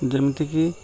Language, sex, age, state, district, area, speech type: Odia, male, 30-45, Odisha, Malkangiri, urban, spontaneous